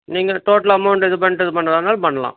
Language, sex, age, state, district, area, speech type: Tamil, male, 60+, Tamil Nadu, Dharmapuri, rural, conversation